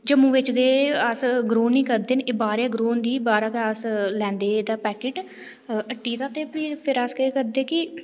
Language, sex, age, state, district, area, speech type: Dogri, female, 18-30, Jammu and Kashmir, Reasi, rural, spontaneous